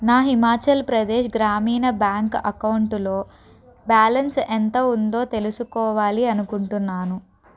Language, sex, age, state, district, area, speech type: Telugu, female, 30-45, Andhra Pradesh, Palnadu, urban, read